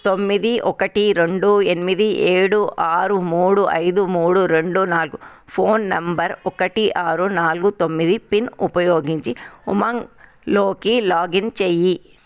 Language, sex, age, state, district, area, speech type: Telugu, female, 30-45, Telangana, Hyderabad, urban, read